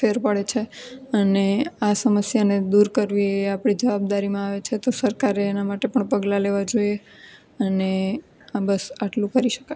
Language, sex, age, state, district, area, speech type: Gujarati, female, 18-30, Gujarat, Junagadh, urban, spontaneous